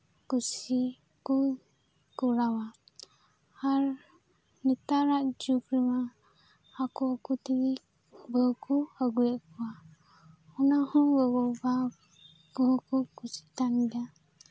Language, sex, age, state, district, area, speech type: Santali, female, 18-30, West Bengal, Purba Bardhaman, rural, spontaneous